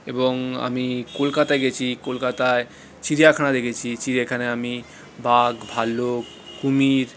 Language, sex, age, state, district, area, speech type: Bengali, male, 30-45, West Bengal, Purulia, urban, spontaneous